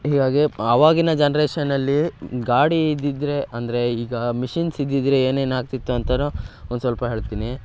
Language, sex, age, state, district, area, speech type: Kannada, male, 18-30, Karnataka, Shimoga, rural, spontaneous